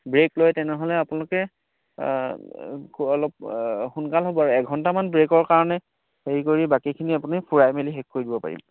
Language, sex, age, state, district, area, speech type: Assamese, male, 30-45, Assam, Sivasagar, rural, conversation